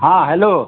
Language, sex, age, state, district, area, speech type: Hindi, male, 30-45, Bihar, Vaishali, urban, conversation